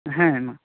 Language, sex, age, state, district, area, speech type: Santali, male, 18-30, West Bengal, Bankura, rural, conversation